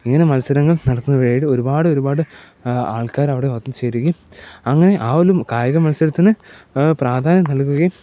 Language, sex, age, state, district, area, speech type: Malayalam, male, 18-30, Kerala, Pathanamthitta, rural, spontaneous